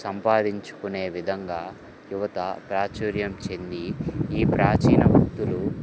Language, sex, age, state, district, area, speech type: Telugu, male, 18-30, Andhra Pradesh, Guntur, urban, spontaneous